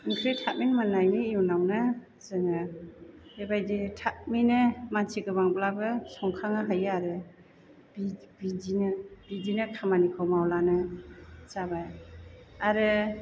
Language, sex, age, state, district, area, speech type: Bodo, female, 30-45, Assam, Chirang, urban, spontaneous